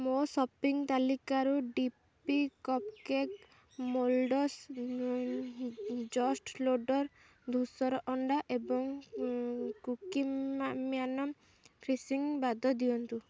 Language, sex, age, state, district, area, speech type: Odia, female, 18-30, Odisha, Jagatsinghpur, urban, read